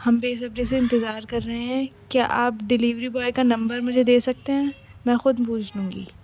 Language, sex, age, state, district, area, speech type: Urdu, female, 18-30, Delhi, East Delhi, urban, spontaneous